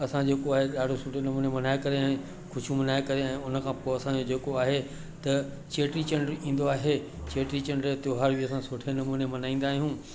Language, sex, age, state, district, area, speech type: Sindhi, male, 60+, Madhya Pradesh, Katni, urban, spontaneous